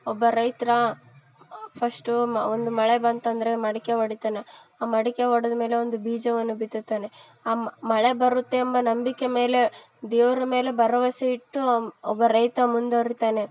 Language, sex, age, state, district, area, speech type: Kannada, female, 18-30, Karnataka, Vijayanagara, rural, spontaneous